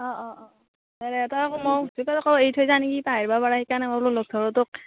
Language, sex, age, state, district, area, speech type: Assamese, female, 60+, Assam, Darrang, rural, conversation